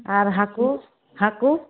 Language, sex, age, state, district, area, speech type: Santali, female, 30-45, West Bengal, Malda, rural, conversation